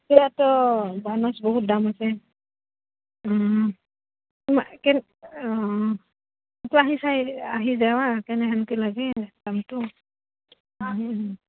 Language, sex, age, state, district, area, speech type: Assamese, female, 30-45, Assam, Udalguri, rural, conversation